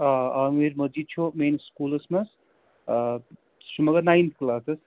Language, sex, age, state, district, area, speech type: Kashmiri, male, 30-45, Jammu and Kashmir, Srinagar, urban, conversation